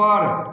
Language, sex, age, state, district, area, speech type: Hindi, male, 45-60, Bihar, Samastipur, rural, read